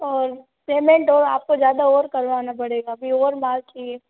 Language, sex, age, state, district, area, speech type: Hindi, female, 30-45, Rajasthan, Jodhpur, urban, conversation